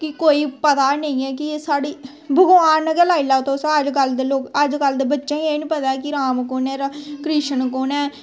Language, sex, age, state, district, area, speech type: Dogri, female, 18-30, Jammu and Kashmir, Samba, rural, spontaneous